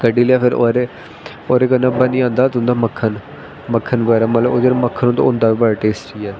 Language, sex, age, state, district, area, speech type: Dogri, male, 18-30, Jammu and Kashmir, Jammu, rural, spontaneous